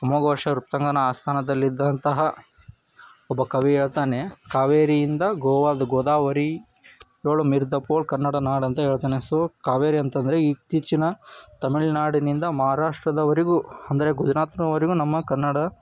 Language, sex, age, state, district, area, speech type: Kannada, male, 18-30, Karnataka, Koppal, rural, spontaneous